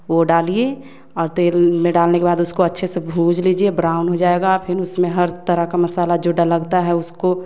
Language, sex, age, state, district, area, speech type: Hindi, female, 30-45, Bihar, Samastipur, rural, spontaneous